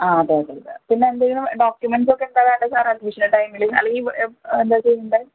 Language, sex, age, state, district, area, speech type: Malayalam, female, 30-45, Kerala, Palakkad, urban, conversation